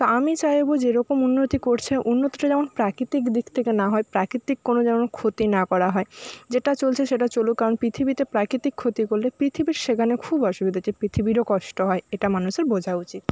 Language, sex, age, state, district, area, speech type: Bengali, female, 30-45, West Bengal, Jhargram, rural, spontaneous